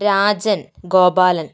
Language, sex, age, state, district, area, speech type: Malayalam, female, 30-45, Kerala, Kozhikode, rural, spontaneous